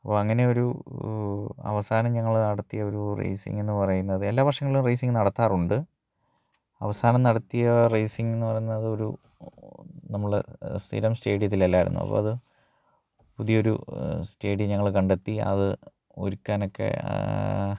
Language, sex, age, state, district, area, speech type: Malayalam, male, 30-45, Kerala, Pathanamthitta, rural, spontaneous